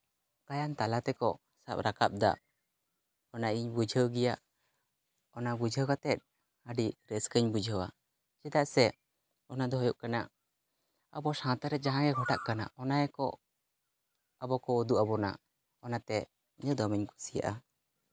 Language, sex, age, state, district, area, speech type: Santali, male, 18-30, West Bengal, Jhargram, rural, spontaneous